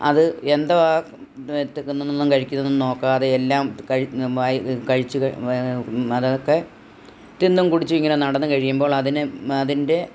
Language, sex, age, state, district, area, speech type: Malayalam, female, 60+, Kerala, Kottayam, rural, spontaneous